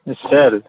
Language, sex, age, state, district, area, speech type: Odia, male, 18-30, Odisha, Subarnapur, urban, conversation